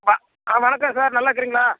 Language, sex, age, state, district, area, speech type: Tamil, male, 45-60, Tamil Nadu, Dharmapuri, rural, conversation